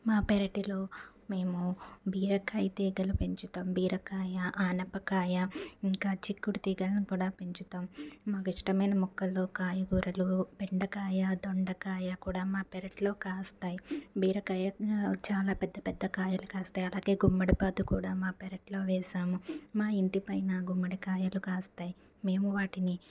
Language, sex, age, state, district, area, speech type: Telugu, female, 30-45, Andhra Pradesh, Palnadu, rural, spontaneous